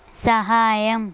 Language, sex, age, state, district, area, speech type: Telugu, female, 18-30, Telangana, Suryapet, urban, read